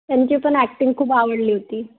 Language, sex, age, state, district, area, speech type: Marathi, female, 18-30, Maharashtra, Wardha, rural, conversation